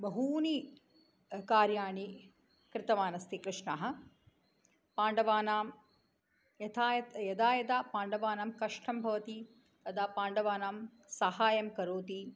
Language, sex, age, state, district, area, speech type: Sanskrit, female, 45-60, Tamil Nadu, Chennai, urban, spontaneous